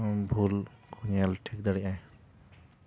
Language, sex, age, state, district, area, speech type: Santali, male, 30-45, West Bengal, Purba Bardhaman, rural, spontaneous